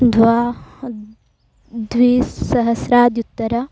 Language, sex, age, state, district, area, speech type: Sanskrit, female, 18-30, Karnataka, Uttara Kannada, rural, spontaneous